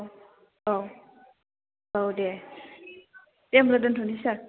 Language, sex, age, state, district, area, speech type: Bodo, female, 18-30, Assam, Chirang, rural, conversation